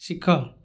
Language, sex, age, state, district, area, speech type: Odia, male, 30-45, Odisha, Kandhamal, rural, read